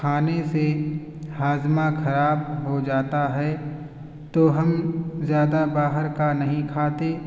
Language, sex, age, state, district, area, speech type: Urdu, male, 18-30, Uttar Pradesh, Siddharthnagar, rural, spontaneous